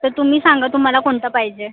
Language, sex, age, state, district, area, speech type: Marathi, female, 18-30, Maharashtra, Mumbai Suburban, urban, conversation